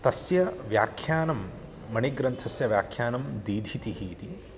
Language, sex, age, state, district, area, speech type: Sanskrit, male, 30-45, Karnataka, Bangalore Urban, urban, spontaneous